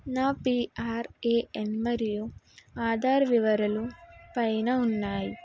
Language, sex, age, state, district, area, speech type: Telugu, female, 18-30, Telangana, Karimnagar, urban, spontaneous